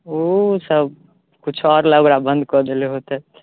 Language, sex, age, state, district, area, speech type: Maithili, male, 18-30, Bihar, Muzaffarpur, rural, conversation